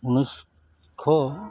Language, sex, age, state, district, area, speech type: Assamese, male, 45-60, Assam, Charaideo, urban, spontaneous